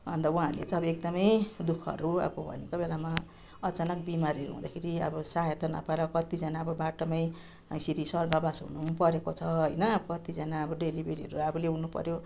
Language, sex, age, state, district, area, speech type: Nepali, female, 60+, West Bengal, Darjeeling, rural, spontaneous